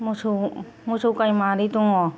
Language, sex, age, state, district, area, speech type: Bodo, female, 45-60, Assam, Kokrajhar, rural, spontaneous